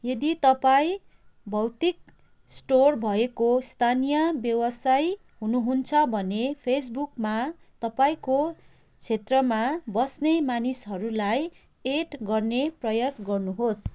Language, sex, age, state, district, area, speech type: Nepali, female, 30-45, West Bengal, Kalimpong, rural, read